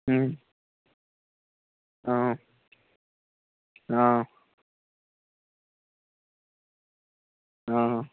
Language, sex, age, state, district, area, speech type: Telugu, male, 18-30, Telangana, Jangaon, urban, conversation